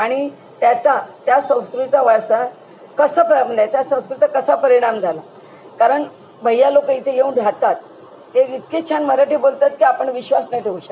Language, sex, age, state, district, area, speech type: Marathi, female, 60+, Maharashtra, Mumbai Suburban, urban, spontaneous